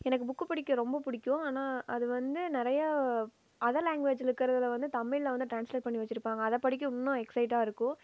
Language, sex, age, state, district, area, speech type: Tamil, female, 18-30, Tamil Nadu, Erode, rural, spontaneous